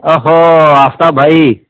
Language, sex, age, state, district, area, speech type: Urdu, male, 30-45, Bihar, East Champaran, urban, conversation